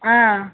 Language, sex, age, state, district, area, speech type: Tamil, female, 18-30, Tamil Nadu, Pudukkottai, rural, conversation